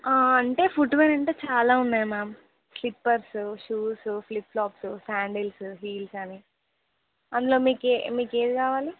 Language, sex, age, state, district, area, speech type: Telugu, female, 18-30, Telangana, Nizamabad, rural, conversation